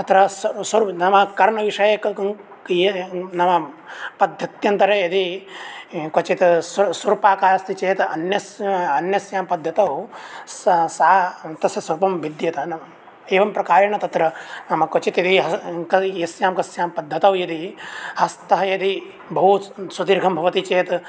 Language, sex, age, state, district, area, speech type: Sanskrit, male, 18-30, Bihar, Begusarai, rural, spontaneous